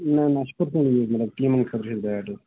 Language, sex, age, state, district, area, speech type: Kashmiri, male, 30-45, Jammu and Kashmir, Bandipora, rural, conversation